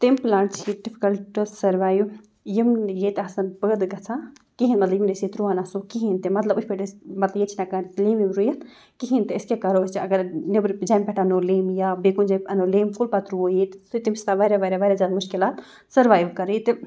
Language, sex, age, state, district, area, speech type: Kashmiri, female, 18-30, Jammu and Kashmir, Ganderbal, rural, spontaneous